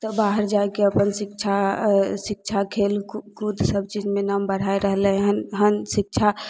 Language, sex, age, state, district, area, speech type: Maithili, female, 18-30, Bihar, Begusarai, urban, spontaneous